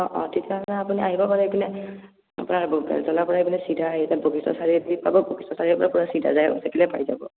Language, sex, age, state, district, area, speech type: Assamese, male, 18-30, Assam, Morigaon, rural, conversation